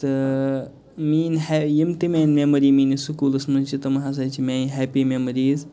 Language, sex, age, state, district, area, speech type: Kashmiri, male, 30-45, Jammu and Kashmir, Kupwara, rural, spontaneous